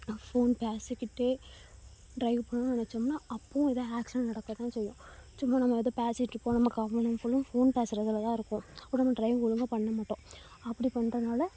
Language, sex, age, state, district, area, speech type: Tamil, female, 18-30, Tamil Nadu, Thoothukudi, rural, spontaneous